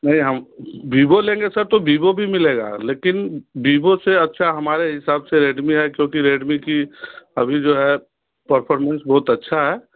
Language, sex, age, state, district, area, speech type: Hindi, male, 60+, Bihar, Darbhanga, urban, conversation